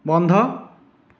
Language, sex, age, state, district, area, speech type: Assamese, male, 30-45, Assam, Dibrugarh, rural, read